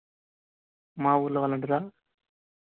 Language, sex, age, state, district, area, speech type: Telugu, male, 18-30, Andhra Pradesh, Sri Balaji, rural, conversation